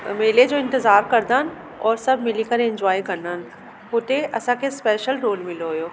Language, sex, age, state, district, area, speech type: Sindhi, female, 30-45, Delhi, South Delhi, urban, spontaneous